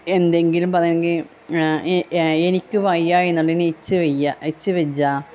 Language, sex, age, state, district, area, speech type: Malayalam, female, 30-45, Kerala, Malappuram, rural, spontaneous